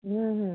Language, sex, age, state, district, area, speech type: Odia, female, 60+, Odisha, Sundergarh, rural, conversation